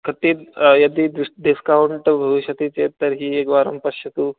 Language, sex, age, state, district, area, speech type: Sanskrit, male, 18-30, Rajasthan, Jaipur, urban, conversation